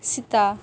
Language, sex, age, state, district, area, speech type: Santali, female, 18-30, West Bengal, Birbhum, rural, read